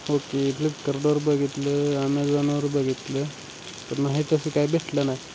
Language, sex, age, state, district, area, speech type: Marathi, male, 18-30, Maharashtra, Satara, rural, spontaneous